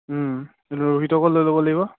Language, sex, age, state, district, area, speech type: Assamese, male, 30-45, Assam, Charaideo, urban, conversation